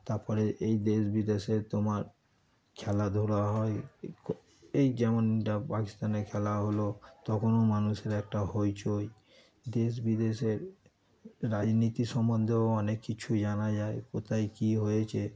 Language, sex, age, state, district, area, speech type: Bengali, male, 30-45, West Bengal, Darjeeling, rural, spontaneous